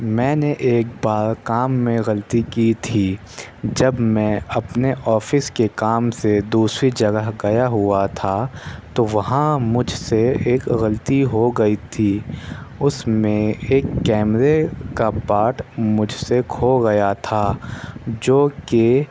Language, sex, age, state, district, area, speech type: Urdu, male, 30-45, Delhi, Central Delhi, urban, spontaneous